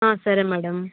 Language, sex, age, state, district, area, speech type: Telugu, female, 30-45, Andhra Pradesh, Chittoor, rural, conversation